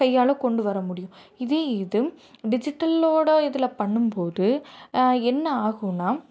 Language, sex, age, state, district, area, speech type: Tamil, female, 18-30, Tamil Nadu, Madurai, urban, spontaneous